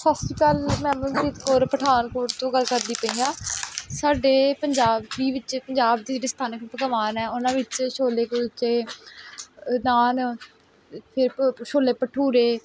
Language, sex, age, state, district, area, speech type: Punjabi, female, 18-30, Punjab, Pathankot, rural, spontaneous